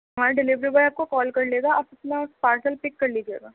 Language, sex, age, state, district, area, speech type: Urdu, female, 18-30, Delhi, East Delhi, urban, conversation